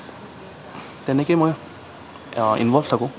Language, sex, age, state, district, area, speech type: Assamese, male, 18-30, Assam, Kamrup Metropolitan, urban, spontaneous